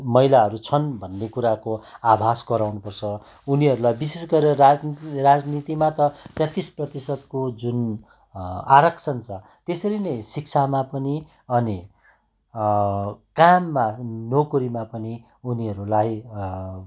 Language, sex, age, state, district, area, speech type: Nepali, male, 45-60, West Bengal, Kalimpong, rural, spontaneous